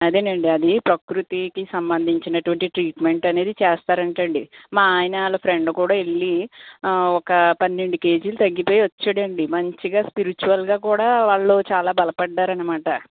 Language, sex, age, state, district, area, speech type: Telugu, female, 18-30, Andhra Pradesh, Guntur, urban, conversation